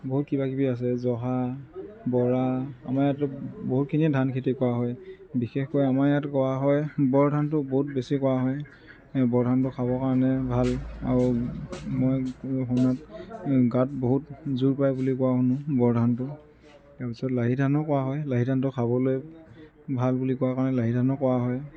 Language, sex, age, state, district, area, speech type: Assamese, male, 30-45, Assam, Tinsukia, rural, spontaneous